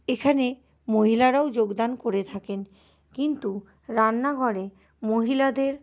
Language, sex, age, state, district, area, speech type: Bengali, female, 60+, West Bengal, Paschim Bardhaman, urban, spontaneous